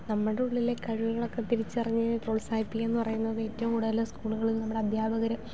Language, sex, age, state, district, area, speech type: Malayalam, female, 30-45, Kerala, Idukki, rural, spontaneous